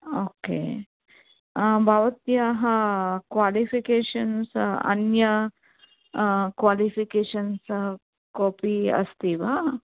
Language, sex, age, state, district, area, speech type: Sanskrit, female, 45-60, Karnataka, Mysore, urban, conversation